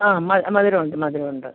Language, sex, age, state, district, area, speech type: Malayalam, female, 45-60, Kerala, Kollam, rural, conversation